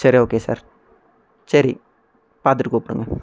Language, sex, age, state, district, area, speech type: Tamil, male, 18-30, Tamil Nadu, Erode, rural, spontaneous